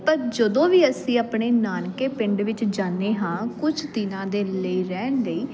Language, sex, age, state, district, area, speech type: Punjabi, female, 18-30, Punjab, Jalandhar, urban, spontaneous